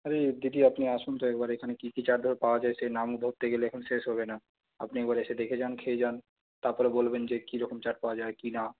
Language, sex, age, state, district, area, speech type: Bengali, male, 18-30, West Bengal, Purulia, rural, conversation